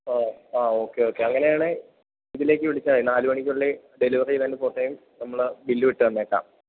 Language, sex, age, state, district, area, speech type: Malayalam, male, 18-30, Kerala, Idukki, rural, conversation